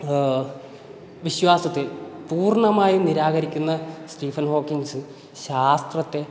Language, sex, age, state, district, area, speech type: Malayalam, male, 18-30, Kerala, Kasaragod, rural, spontaneous